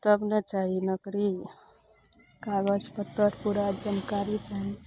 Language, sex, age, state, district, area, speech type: Maithili, female, 30-45, Bihar, Araria, rural, spontaneous